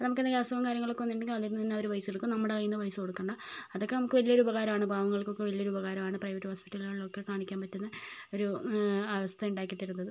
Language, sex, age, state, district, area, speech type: Malayalam, female, 18-30, Kerala, Wayanad, rural, spontaneous